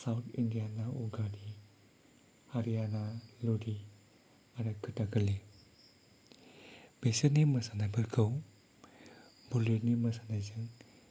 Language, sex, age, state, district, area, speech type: Bodo, male, 30-45, Assam, Kokrajhar, rural, spontaneous